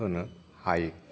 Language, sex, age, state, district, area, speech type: Bodo, male, 45-60, Assam, Kokrajhar, urban, spontaneous